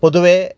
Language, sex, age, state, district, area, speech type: Malayalam, male, 45-60, Kerala, Alappuzha, urban, spontaneous